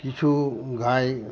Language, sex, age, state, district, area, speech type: Bengali, male, 60+, West Bengal, Murshidabad, rural, spontaneous